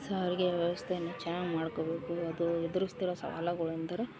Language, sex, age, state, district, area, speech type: Kannada, female, 18-30, Karnataka, Vijayanagara, rural, spontaneous